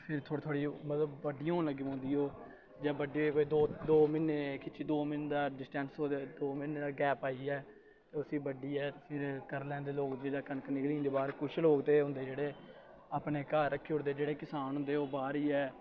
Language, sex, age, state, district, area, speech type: Dogri, male, 18-30, Jammu and Kashmir, Samba, rural, spontaneous